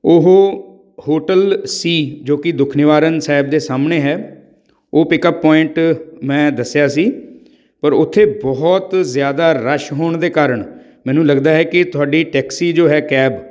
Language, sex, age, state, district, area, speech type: Punjabi, male, 45-60, Punjab, Patiala, urban, spontaneous